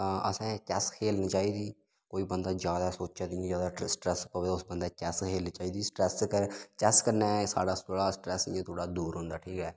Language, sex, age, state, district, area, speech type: Dogri, male, 18-30, Jammu and Kashmir, Udhampur, rural, spontaneous